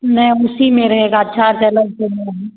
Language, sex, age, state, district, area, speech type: Hindi, female, 18-30, Bihar, Begusarai, urban, conversation